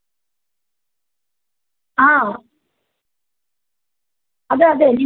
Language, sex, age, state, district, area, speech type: Kannada, female, 30-45, Karnataka, Koppal, rural, conversation